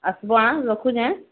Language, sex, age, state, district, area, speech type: Odia, female, 45-60, Odisha, Sambalpur, rural, conversation